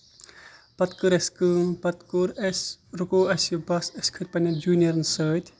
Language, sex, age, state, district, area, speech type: Kashmiri, male, 18-30, Jammu and Kashmir, Kupwara, rural, spontaneous